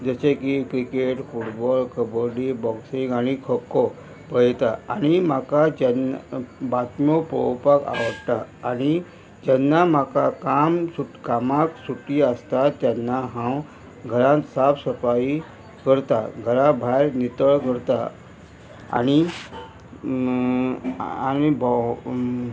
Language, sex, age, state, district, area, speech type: Goan Konkani, male, 45-60, Goa, Murmgao, rural, spontaneous